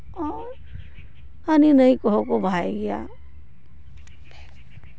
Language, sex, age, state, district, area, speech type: Santali, female, 45-60, West Bengal, Purba Bardhaman, rural, spontaneous